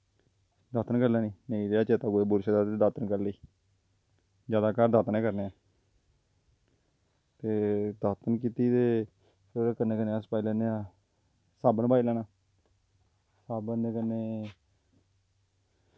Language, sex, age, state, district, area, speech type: Dogri, male, 30-45, Jammu and Kashmir, Jammu, rural, spontaneous